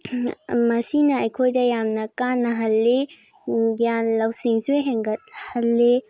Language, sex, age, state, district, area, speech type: Manipuri, female, 18-30, Manipur, Bishnupur, rural, spontaneous